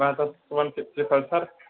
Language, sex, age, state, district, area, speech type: Bodo, male, 30-45, Assam, Chirang, rural, conversation